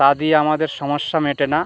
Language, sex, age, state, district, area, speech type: Bengali, male, 60+, West Bengal, North 24 Parganas, rural, spontaneous